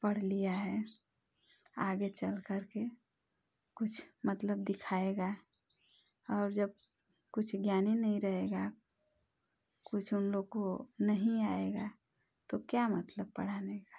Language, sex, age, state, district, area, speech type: Hindi, female, 30-45, Uttar Pradesh, Ghazipur, rural, spontaneous